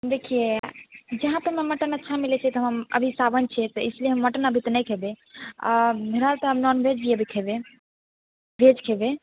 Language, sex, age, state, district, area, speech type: Maithili, female, 18-30, Bihar, Purnia, rural, conversation